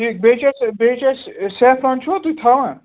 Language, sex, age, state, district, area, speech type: Kashmiri, male, 18-30, Jammu and Kashmir, Ganderbal, rural, conversation